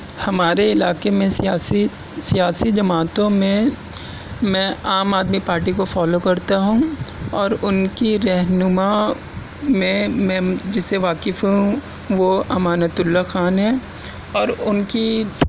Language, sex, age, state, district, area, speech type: Urdu, male, 18-30, Delhi, South Delhi, urban, spontaneous